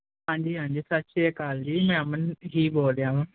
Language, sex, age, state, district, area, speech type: Punjabi, male, 18-30, Punjab, Kapurthala, urban, conversation